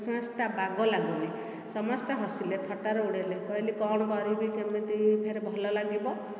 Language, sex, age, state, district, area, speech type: Odia, female, 45-60, Odisha, Dhenkanal, rural, spontaneous